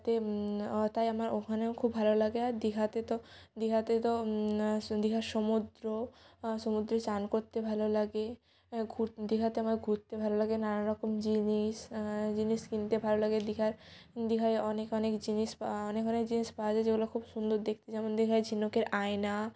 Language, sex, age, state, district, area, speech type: Bengali, female, 18-30, West Bengal, Jalpaiguri, rural, spontaneous